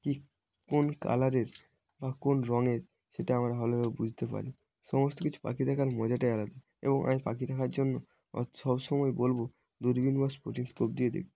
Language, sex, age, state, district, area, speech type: Bengali, male, 18-30, West Bengal, North 24 Parganas, rural, spontaneous